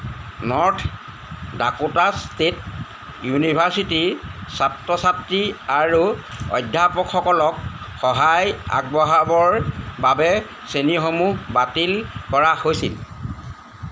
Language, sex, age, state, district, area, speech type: Assamese, male, 60+, Assam, Golaghat, urban, read